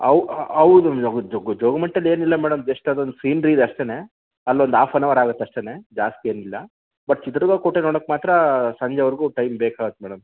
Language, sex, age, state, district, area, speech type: Kannada, male, 30-45, Karnataka, Chitradurga, rural, conversation